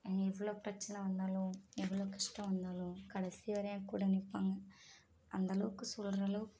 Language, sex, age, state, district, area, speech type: Tamil, female, 30-45, Tamil Nadu, Mayiladuthurai, urban, spontaneous